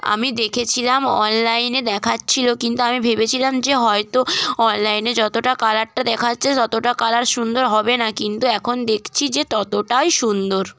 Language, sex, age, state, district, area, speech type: Bengali, female, 18-30, West Bengal, North 24 Parganas, rural, spontaneous